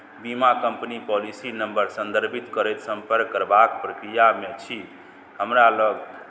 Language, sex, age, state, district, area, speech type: Maithili, male, 45-60, Bihar, Madhubani, rural, read